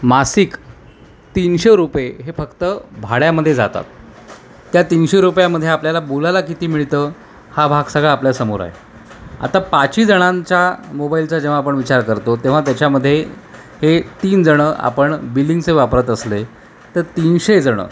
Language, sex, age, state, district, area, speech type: Marathi, male, 45-60, Maharashtra, Thane, rural, spontaneous